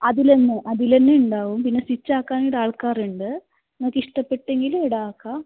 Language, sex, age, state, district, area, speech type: Malayalam, female, 18-30, Kerala, Kasaragod, rural, conversation